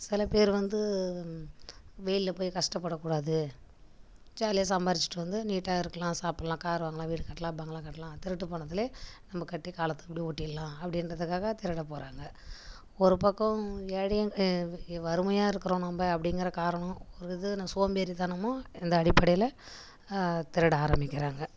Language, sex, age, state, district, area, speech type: Tamil, female, 30-45, Tamil Nadu, Kallakurichi, rural, spontaneous